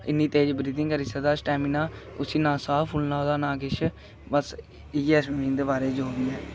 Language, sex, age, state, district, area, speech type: Dogri, male, 18-30, Jammu and Kashmir, Kathua, rural, spontaneous